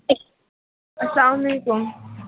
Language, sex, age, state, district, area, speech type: Kashmiri, female, 18-30, Jammu and Kashmir, Kulgam, rural, conversation